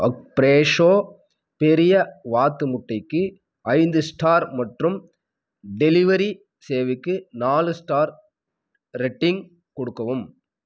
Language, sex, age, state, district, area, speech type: Tamil, male, 18-30, Tamil Nadu, Krishnagiri, rural, read